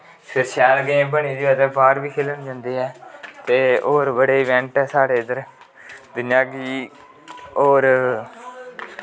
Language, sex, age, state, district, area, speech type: Dogri, male, 18-30, Jammu and Kashmir, Kathua, rural, spontaneous